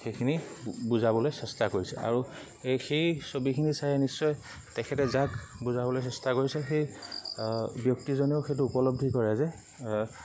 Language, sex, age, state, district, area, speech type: Assamese, male, 30-45, Assam, Lakhimpur, rural, spontaneous